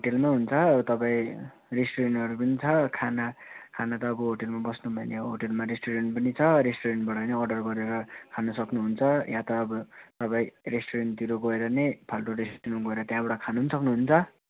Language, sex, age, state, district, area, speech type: Nepali, male, 18-30, West Bengal, Darjeeling, rural, conversation